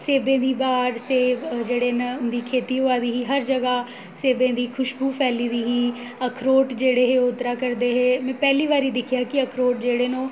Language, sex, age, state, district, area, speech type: Dogri, female, 30-45, Jammu and Kashmir, Jammu, urban, spontaneous